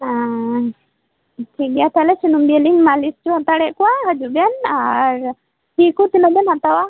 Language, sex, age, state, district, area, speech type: Santali, female, 18-30, West Bengal, Birbhum, rural, conversation